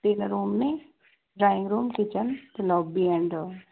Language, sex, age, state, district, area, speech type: Punjabi, female, 18-30, Punjab, Fazilka, rural, conversation